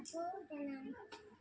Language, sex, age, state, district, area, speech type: Assamese, female, 18-30, Assam, Lakhimpur, rural, spontaneous